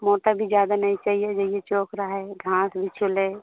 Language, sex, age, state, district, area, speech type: Hindi, female, 45-60, Uttar Pradesh, Pratapgarh, rural, conversation